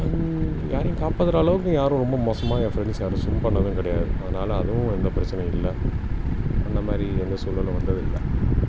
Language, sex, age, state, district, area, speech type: Tamil, male, 18-30, Tamil Nadu, Salem, rural, spontaneous